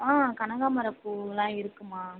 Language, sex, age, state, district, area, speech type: Tamil, female, 18-30, Tamil Nadu, Mayiladuthurai, rural, conversation